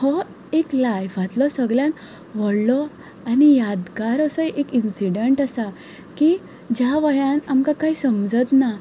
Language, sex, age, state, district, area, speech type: Goan Konkani, female, 18-30, Goa, Ponda, rural, spontaneous